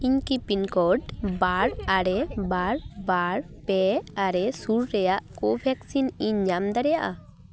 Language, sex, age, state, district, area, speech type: Santali, female, 18-30, West Bengal, Paschim Bardhaman, rural, read